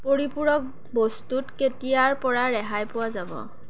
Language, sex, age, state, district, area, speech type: Assamese, female, 18-30, Assam, Darrang, rural, read